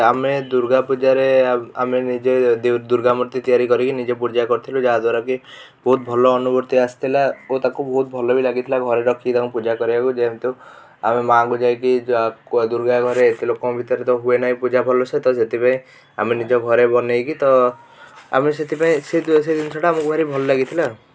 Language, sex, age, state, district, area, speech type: Odia, male, 18-30, Odisha, Cuttack, urban, spontaneous